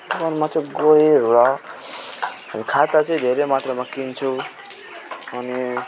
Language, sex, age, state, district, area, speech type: Nepali, male, 18-30, West Bengal, Alipurduar, rural, spontaneous